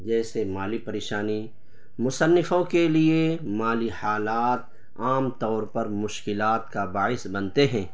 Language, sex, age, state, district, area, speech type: Urdu, male, 30-45, Bihar, Purnia, rural, spontaneous